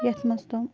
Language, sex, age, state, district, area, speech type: Kashmiri, female, 30-45, Jammu and Kashmir, Bandipora, rural, spontaneous